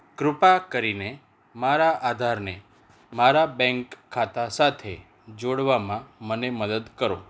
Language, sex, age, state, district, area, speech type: Gujarati, male, 45-60, Gujarat, Anand, urban, read